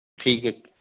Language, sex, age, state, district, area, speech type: Dogri, male, 60+, Jammu and Kashmir, Udhampur, rural, conversation